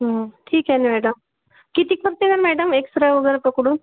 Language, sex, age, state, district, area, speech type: Marathi, female, 30-45, Maharashtra, Wardha, urban, conversation